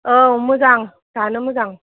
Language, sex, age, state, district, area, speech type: Bodo, female, 45-60, Assam, Kokrajhar, urban, conversation